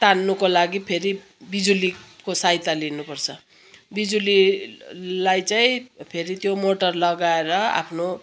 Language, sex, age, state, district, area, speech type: Nepali, female, 60+, West Bengal, Kalimpong, rural, spontaneous